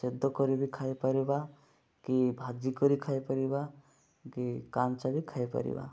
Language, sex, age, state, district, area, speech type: Odia, male, 30-45, Odisha, Malkangiri, urban, spontaneous